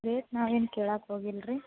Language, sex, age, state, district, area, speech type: Kannada, female, 30-45, Karnataka, Dharwad, urban, conversation